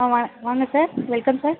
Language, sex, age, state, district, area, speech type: Tamil, female, 18-30, Tamil Nadu, Madurai, urban, conversation